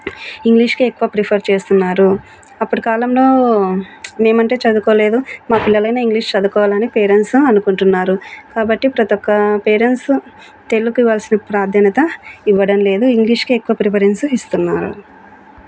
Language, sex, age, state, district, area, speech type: Telugu, female, 30-45, Andhra Pradesh, Kurnool, rural, spontaneous